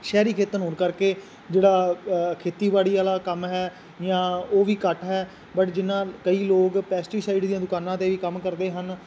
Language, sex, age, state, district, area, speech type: Punjabi, male, 18-30, Punjab, Fazilka, urban, spontaneous